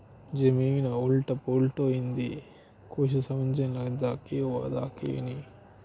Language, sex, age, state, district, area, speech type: Dogri, male, 18-30, Jammu and Kashmir, Kathua, rural, spontaneous